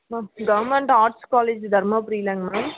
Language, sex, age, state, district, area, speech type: Tamil, female, 18-30, Tamil Nadu, Dharmapuri, rural, conversation